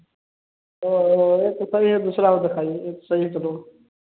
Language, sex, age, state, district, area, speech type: Hindi, male, 30-45, Uttar Pradesh, Prayagraj, rural, conversation